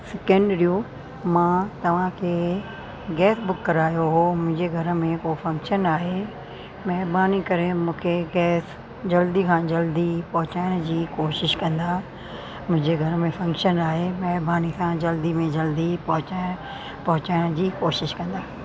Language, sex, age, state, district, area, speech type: Sindhi, female, 60+, Rajasthan, Ajmer, urban, spontaneous